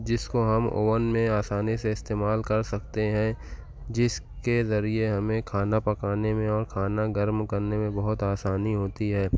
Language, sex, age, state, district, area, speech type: Urdu, male, 18-30, Maharashtra, Nashik, urban, spontaneous